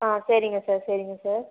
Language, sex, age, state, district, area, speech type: Tamil, female, 45-60, Tamil Nadu, Pudukkottai, rural, conversation